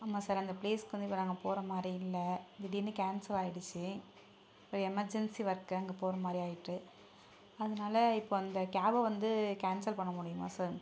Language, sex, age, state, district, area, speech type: Tamil, female, 18-30, Tamil Nadu, Perambalur, rural, spontaneous